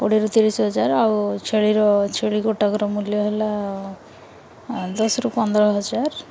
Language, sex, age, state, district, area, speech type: Odia, female, 30-45, Odisha, Rayagada, rural, spontaneous